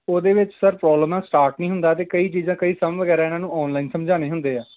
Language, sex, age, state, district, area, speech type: Punjabi, male, 18-30, Punjab, Gurdaspur, rural, conversation